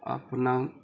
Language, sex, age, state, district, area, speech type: Goan Konkani, male, 30-45, Goa, Murmgao, rural, spontaneous